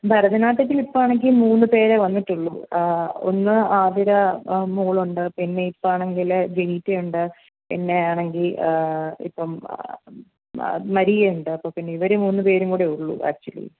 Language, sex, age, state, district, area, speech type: Malayalam, female, 18-30, Kerala, Pathanamthitta, rural, conversation